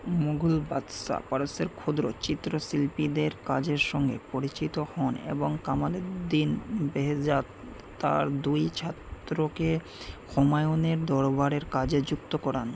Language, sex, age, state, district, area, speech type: Bengali, male, 18-30, West Bengal, Malda, urban, read